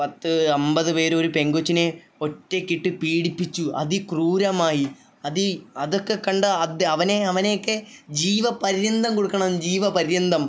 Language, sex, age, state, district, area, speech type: Malayalam, male, 18-30, Kerala, Wayanad, rural, spontaneous